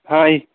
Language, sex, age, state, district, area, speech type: Punjabi, male, 18-30, Punjab, Fatehgarh Sahib, rural, conversation